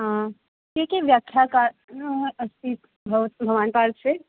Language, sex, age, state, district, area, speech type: Sanskrit, female, 18-30, Delhi, North East Delhi, urban, conversation